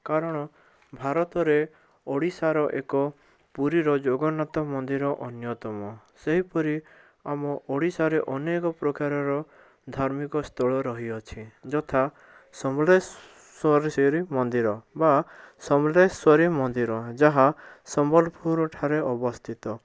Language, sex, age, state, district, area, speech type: Odia, male, 18-30, Odisha, Bhadrak, rural, spontaneous